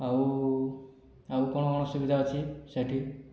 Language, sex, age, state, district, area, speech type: Odia, male, 18-30, Odisha, Boudh, rural, spontaneous